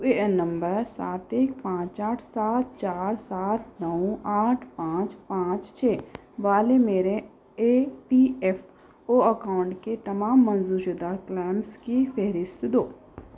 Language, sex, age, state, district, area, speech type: Urdu, female, 30-45, Telangana, Hyderabad, urban, read